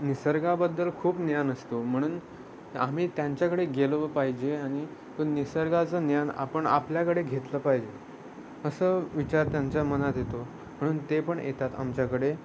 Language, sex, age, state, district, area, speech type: Marathi, male, 18-30, Maharashtra, Ratnagiri, rural, spontaneous